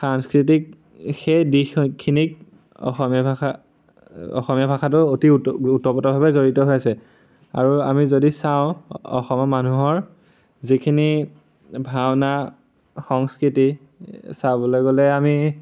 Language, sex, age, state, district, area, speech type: Assamese, male, 18-30, Assam, Majuli, urban, spontaneous